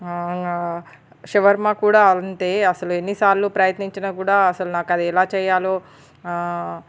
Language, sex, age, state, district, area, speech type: Telugu, female, 45-60, Andhra Pradesh, Srikakulam, urban, spontaneous